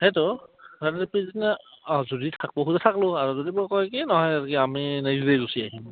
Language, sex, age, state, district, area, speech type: Assamese, female, 30-45, Assam, Goalpara, rural, conversation